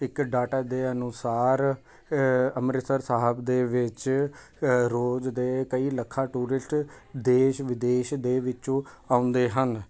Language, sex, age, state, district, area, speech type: Punjabi, male, 30-45, Punjab, Jalandhar, urban, spontaneous